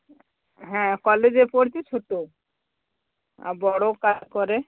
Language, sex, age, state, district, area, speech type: Bengali, female, 45-60, West Bengal, Cooch Behar, urban, conversation